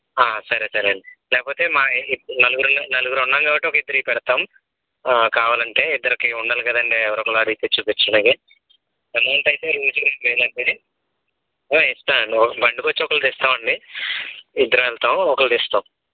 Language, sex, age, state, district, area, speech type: Telugu, male, 18-30, Andhra Pradesh, N T Rama Rao, rural, conversation